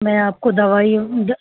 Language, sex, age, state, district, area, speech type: Urdu, female, 18-30, Jammu and Kashmir, Srinagar, urban, conversation